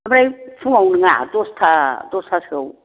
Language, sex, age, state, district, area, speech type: Bodo, female, 60+, Assam, Kokrajhar, rural, conversation